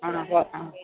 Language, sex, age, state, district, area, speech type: Malayalam, female, 45-60, Kerala, Pathanamthitta, rural, conversation